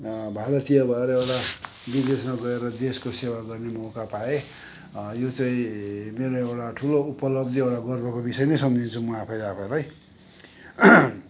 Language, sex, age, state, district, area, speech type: Nepali, male, 60+, West Bengal, Kalimpong, rural, spontaneous